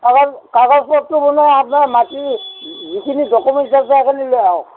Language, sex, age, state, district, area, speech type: Assamese, male, 60+, Assam, Kamrup Metropolitan, urban, conversation